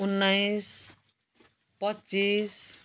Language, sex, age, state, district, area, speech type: Nepali, female, 60+, West Bengal, Kalimpong, rural, spontaneous